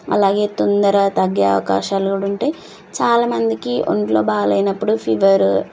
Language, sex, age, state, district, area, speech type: Telugu, female, 18-30, Telangana, Nalgonda, urban, spontaneous